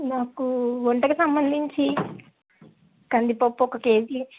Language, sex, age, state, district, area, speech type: Telugu, female, 18-30, Andhra Pradesh, Kakinada, rural, conversation